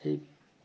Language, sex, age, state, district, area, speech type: Assamese, male, 45-60, Assam, Goalpara, urban, spontaneous